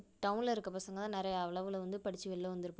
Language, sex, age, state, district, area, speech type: Tamil, female, 30-45, Tamil Nadu, Nagapattinam, rural, spontaneous